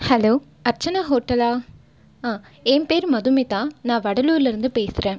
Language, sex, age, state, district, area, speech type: Tamil, female, 18-30, Tamil Nadu, Cuddalore, urban, spontaneous